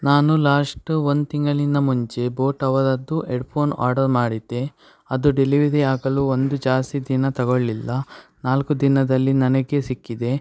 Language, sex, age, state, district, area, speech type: Kannada, male, 18-30, Karnataka, Shimoga, rural, spontaneous